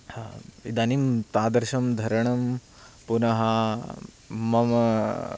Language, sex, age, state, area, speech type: Sanskrit, male, 18-30, Haryana, rural, spontaneous